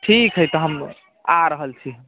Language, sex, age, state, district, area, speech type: Maithili, male, 45-60, Bihar, Sitamarhi, rural, conversation